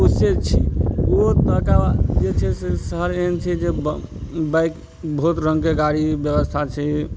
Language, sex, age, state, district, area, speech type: Maithili, male, 30-45, Bihar, Madhubani, rural, spontaneous